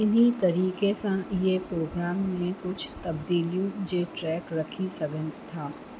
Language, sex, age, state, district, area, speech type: Sindhi, female, 45-60, Rajasthan, Ajmer, urban, read